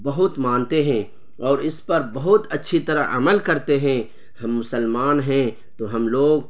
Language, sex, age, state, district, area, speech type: Urdu, male, 30-45, Bihar, Purnia, rural, spontaneous